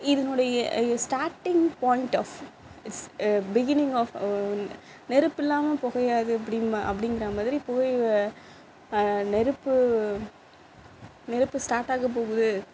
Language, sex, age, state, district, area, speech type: Tamil, female, 60+, Tamil Nadu, Mayiladuthurai, rural, spontaneous